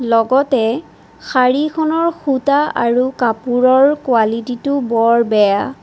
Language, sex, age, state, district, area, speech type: Assamese, female, 45-60, Assam, Sonitpur, rural, spontaneous